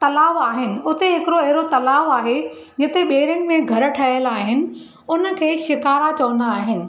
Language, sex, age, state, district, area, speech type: Sindhi, female, 45-60, Maharashtra, Thane, urban, spontaneous